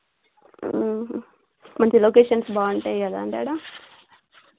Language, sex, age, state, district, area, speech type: Telugu, female, 30-45, Telangana, Warangal, rural, conversation